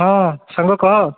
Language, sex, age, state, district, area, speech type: Odia, male, 45-60, Odisha, Bhadrak, rural, conversation